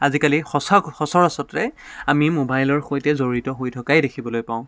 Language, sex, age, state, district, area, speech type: Assamese, male, 18-30, Assam, Dibrugarh, urban, spontaneous